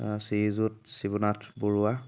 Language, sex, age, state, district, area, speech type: Assamese, male, 18-30, Assam, Dhemaji, rural, spontaneous